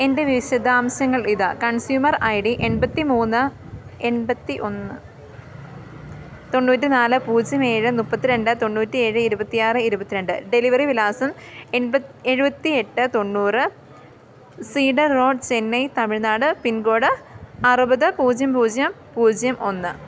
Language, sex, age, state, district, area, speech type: Malayalam, female, 18-30, Kerala, Idukki, rural, read